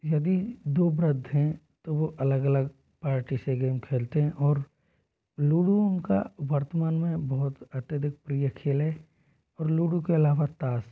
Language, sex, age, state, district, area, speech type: Hindi, male, 18-30, Rajasthan, Jodhpur, rural, spontaneous